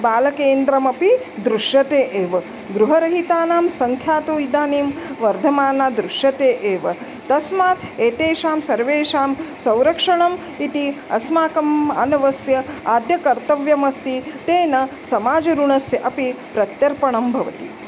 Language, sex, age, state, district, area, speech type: Sanskrit, female, 45-60, Maharashtra, Nagpur, urban, spontaneous